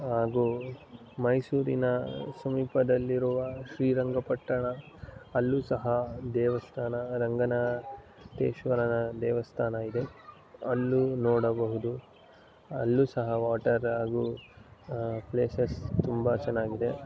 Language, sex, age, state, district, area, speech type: Kannada, male, 18-30, Karnataka, Mysore, urban, spontaneous